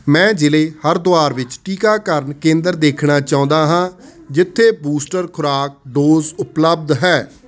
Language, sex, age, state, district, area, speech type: Punjabi, male, 30-45, Punjab, Ludhiana, rural, read